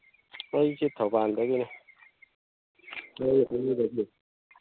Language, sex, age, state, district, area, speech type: Manipuri, male, 30-45, Manipur, Thoubal, rural, conversation